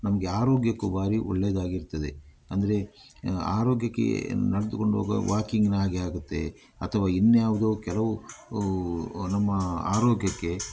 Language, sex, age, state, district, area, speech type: Kannada, male, 60+, Karnataka, Udupi, rural, spontaneous